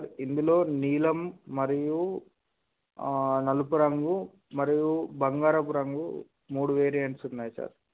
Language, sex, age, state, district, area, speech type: Telugu, male, 18-30, Telangana, Adilabad, urban, conversation